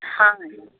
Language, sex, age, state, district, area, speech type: Odia, female, 60+, Odisha, Jharsuguda, rural, conversation